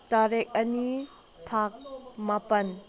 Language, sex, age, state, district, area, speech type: Manipuri, female, 18-30, Manipur, Senapati, rural, spontaneous